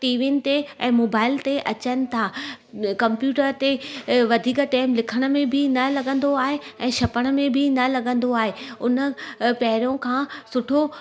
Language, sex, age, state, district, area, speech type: Sindhi, female, 30-45, Gujarat, Surat, urban, spontaneous